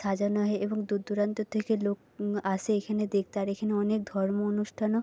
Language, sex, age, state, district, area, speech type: Bengali, female, 18-30, West Bengal, Nadia, rural, spontaneous